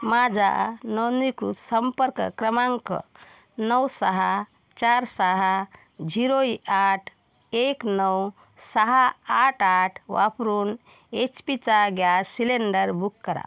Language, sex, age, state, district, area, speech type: Marathi, female, 45-60, Maharashtra, Yavatmal, rural, read